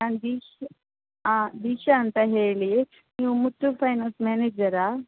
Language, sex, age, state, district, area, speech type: Kannada, female, 18-30, Karnataka, Shimoga, rural, conversation